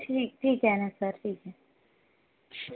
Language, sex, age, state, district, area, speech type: Marathi, female, 18-30, Maharashtra, Nagpur, urban, conversation